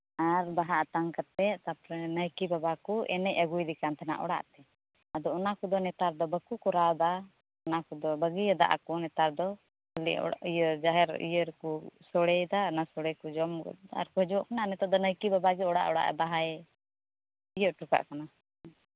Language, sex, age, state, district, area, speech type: Santali, female, 18-30, West Bengal, Uttar Dinajpur, rural, conversation